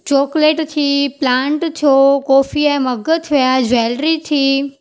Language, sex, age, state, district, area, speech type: Sindhi, female, 18-30, Gujarat, Junagadh, urban, spontaneous